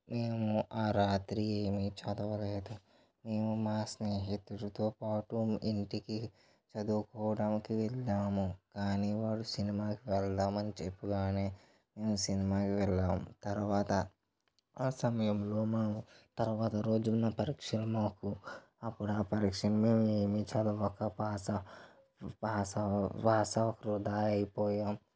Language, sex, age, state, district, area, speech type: Telugu, male, 45-60, Andhra Pradesh, Kakinada, urban, spontaneous